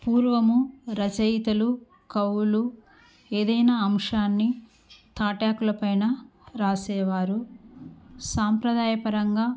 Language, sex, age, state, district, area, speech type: Telugu, female, 45-60, Andhra Pradesh, Kurnool, rural, spontaneous